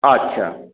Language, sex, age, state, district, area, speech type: Bengali, male, 45-60, West Bengal, Purulia, urban, conversation